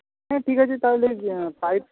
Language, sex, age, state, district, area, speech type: Bengali, male, 30-45, West Bengal, Paschim Medinipur, urban, conversation